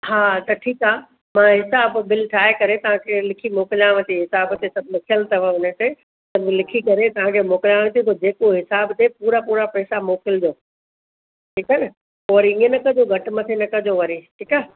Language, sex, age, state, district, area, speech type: Sindhi, female, 45-60, Rajasthan, Ajmer, urban, conversation